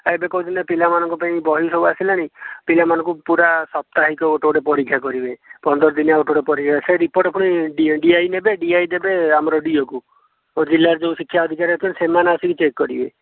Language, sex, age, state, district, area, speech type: Odia, male, 18-30, Odisha, Jajpur, rural, conversation